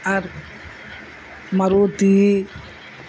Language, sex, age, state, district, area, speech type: Urdu, female, 60+, Bihar, Darbhanga, rural, spontaneous